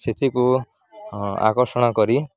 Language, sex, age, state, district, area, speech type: Odia, male, 18-30, Odisha, Nuapada, rural, spontaneous